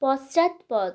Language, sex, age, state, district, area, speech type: Bengali, female, 18-30, West Bengal, Malda, rural, read